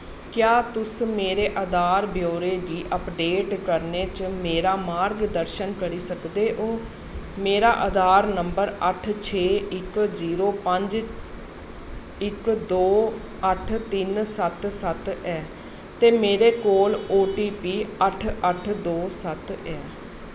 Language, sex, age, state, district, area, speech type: Dogri, female, 30-45, Jammu and Kashmir, Jammu, urban, read